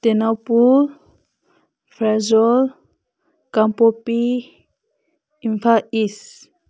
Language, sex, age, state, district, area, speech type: Manipuri, female, 30-45, Manipur, Senapati, rural, spontaneous